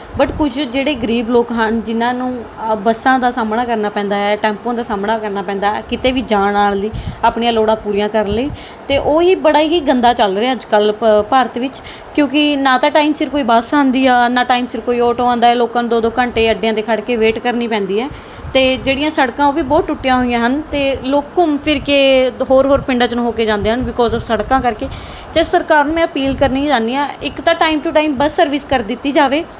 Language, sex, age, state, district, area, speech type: Punjabi, female, 18-30, Punjab, Mohali, rural, spontaneous